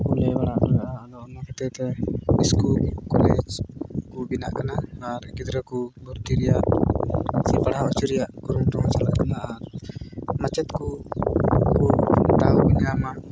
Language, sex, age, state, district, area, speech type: Santali, male, 18-30, Jharkhand, Pakur, rural, spontaneous